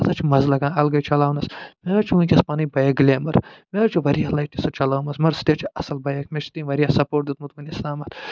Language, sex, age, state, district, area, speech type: Kashmiri, male, 45-60, Jammu and Kashmir, Budgam, urban, spontaneous